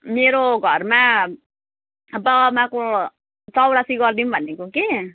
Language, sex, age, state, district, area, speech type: Nepali, female, 45-60, West Bengal, Jalpaiguri, urban, conversation